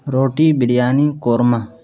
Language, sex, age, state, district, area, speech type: Urdu, male, 18-30, Bihar, Khagaria, rural, spontaneous